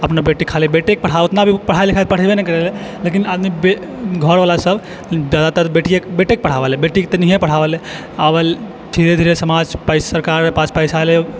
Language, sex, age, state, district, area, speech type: Maithili, male, 18-30, Bihar, Purnia, urban, spontaneous